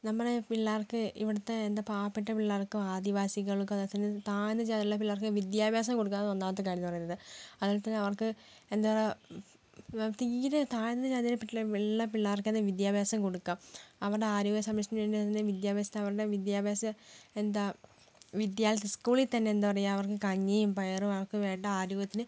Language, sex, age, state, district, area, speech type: Malayalam, female, 18-30, Kerala, Wayanad, rural, spontaneous